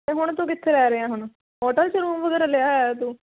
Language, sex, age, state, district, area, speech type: Punjabi, female, 18-30, Punjab, Firozpur, urban, conversation